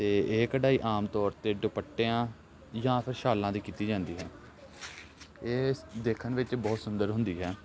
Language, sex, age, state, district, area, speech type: Punjabi, male, 18-30, Punjab, Gurdaspur, rural, spontaneous